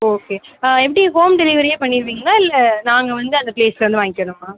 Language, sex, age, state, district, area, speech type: Tamil, male, 18-30, Tamil Nadu, Sivaganga, rural, conversation